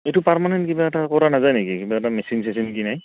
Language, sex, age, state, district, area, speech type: Assamese, male, 30-45, Assam, Goalpara, urban, conversation